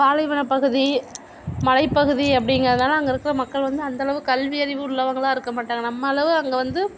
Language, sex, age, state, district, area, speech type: Tamil, female, 60+, Tamil Nadu, Mayiladuthurai, urban, spontaneous